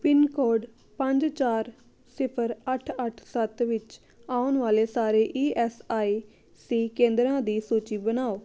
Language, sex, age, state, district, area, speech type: Punjabi, female, 30-45, Punjab, Jalandhar, urban, read